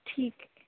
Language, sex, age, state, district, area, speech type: Urdu, female, 30-45, Uttar Pradesh, Aligarh, urban, conversation